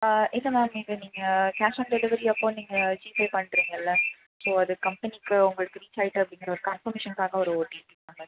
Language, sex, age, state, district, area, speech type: Tamil, female, 18-30, Tamil Nadu, Tenkasi, urban, conversation